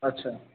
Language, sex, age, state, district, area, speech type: Bengali, male, 45-60, West Bengal, Paschim Bardhaman, rural, conversation